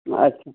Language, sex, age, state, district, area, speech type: Hindi, male, 60+, Madhya Pradesh, Gwalior, rural, conversation